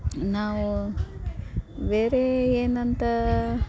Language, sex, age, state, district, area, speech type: Kannada, female, 30-45, Karnataka, Dharwad, rural, spontaneous